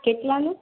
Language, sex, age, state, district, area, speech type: Gujarati, female, 18-30, Gujarat, Junagadh, urban, conversation